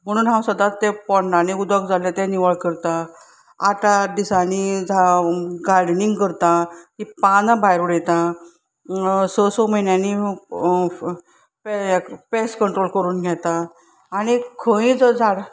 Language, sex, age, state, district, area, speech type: Goan Konkani, female, 45-60, Goa, Salcete, urban, spontaneous